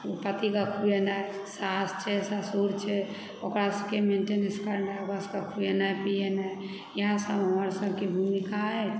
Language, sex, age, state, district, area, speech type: Maithili, female, 30-45, Bihar, Supaul, urban, spontaneous